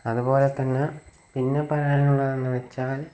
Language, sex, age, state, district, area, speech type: Malayalam, male, 18-30, Kerala, Kollam, rural, spontaneous